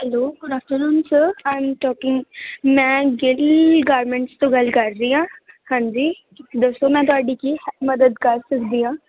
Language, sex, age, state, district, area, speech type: Punjabi, female, 18-30, Punjab, Ludhiana, rural, conversation